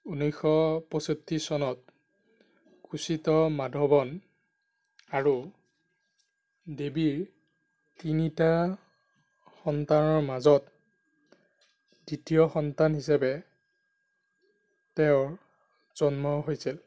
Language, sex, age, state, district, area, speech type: Assamese, male, 45-60, Assam, Darrang, rural, read